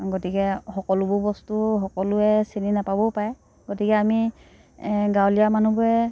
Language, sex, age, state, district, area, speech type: Assamese, female, 60+, Assam, Dhemaji, rural, spontaneous